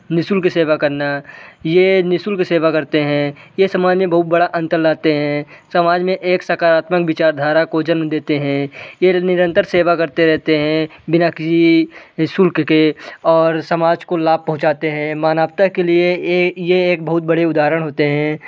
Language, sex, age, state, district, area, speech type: Hindi, male, 18-30, Madhya Pradesh, Jabalpur, urban, spontaneous